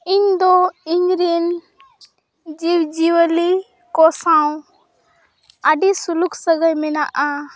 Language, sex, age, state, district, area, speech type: Santali, female, 18-30, Jharkhand, Seraikela Kharsawan, rural, spontaneous